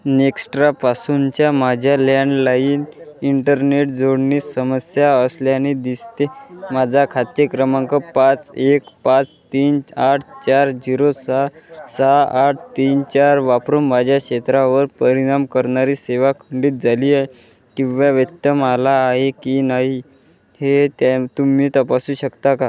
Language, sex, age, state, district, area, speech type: Marathi, male, 18-30, Maharashtra, Wardha, rural, read